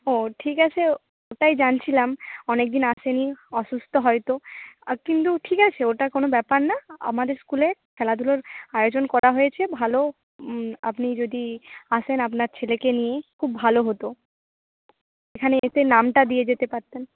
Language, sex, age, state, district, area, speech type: Bengali, female, 30-45, West Bengal, Nadia, urban, conversation